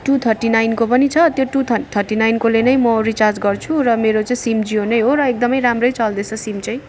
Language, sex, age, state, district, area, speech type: Nepali, female, 45-60, West Bengal, Darjeeling, rural, spontaneous